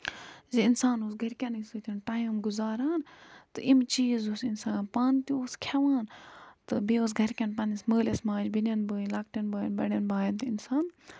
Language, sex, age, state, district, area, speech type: Kashmiri, female, 30-45, Jammu and Kashmir, Budgam, rural, spontaneous